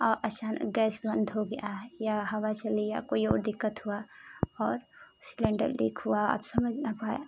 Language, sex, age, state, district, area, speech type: Hindi, female, 18-30, Uttar Pradesh, Ghazipur, urban, spontaneous